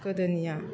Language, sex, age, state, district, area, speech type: Bodo, female, 60+, Assam, Chirang, rural, spontaneous